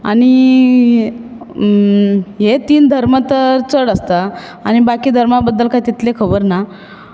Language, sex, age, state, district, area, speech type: Goan Konkani, female, 30-45, Goa, Bardez, urban, spontaneous